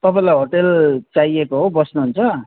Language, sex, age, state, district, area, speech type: Nepali, male, 18-30, West Bengal, Darjeeling, rural, conversation